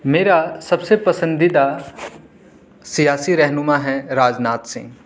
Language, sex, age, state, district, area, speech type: Urdu, male, 18-30, Delhi, South Delhi, urban, spontaneous